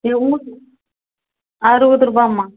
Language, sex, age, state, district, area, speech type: Tamil, female, 30-45, Tamil Nadu, Tirupattur, rural, conversation